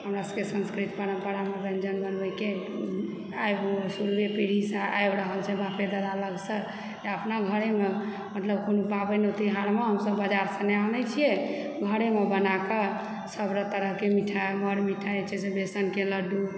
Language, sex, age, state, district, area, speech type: Maithili, female, 30-45, Bihar, Supaul, urban, spontaneous